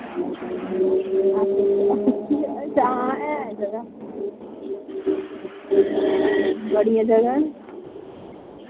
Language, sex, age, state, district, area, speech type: Dogri, female, 18-30, Jammu and Kashmir, Udhampur, rural, conversation